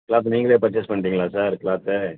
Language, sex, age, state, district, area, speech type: Tamil, male, 60+, Tamil Nadu, Ariyalur, rural, conversation